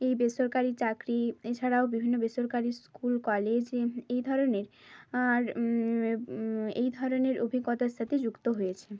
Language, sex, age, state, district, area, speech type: Bengali, female, 30-45, West Bengal, Bankura, urban, spontaneous